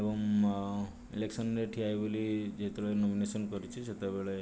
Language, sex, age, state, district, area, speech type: Odia, male, 45-60, Odisha, Nayagarh, rural, spontaneous